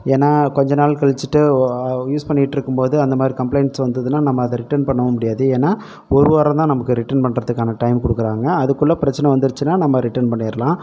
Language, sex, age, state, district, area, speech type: Tamil, male, 18-30, Tamil Nadu, Pudukkottai, rural, spontaneous